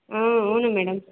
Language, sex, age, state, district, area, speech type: Kannada, female, 18-30, Karnataka, Kolar, rural, conversation